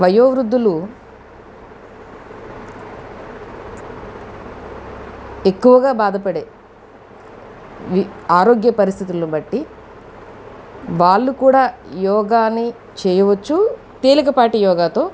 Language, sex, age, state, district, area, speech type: Telugu, female, 45-60, Andhra Pradesh, Eluru, urban, spontaneous